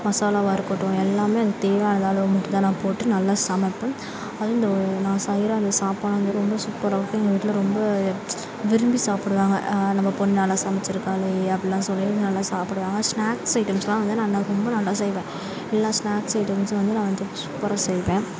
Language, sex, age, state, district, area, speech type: Tamil, female, 18-30, Tamil Nadu, Sivaganga, rural, spontaneous